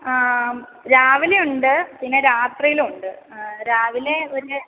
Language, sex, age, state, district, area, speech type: Malayalam, female, 18-30, Kerala, Kottayam, rural, conversation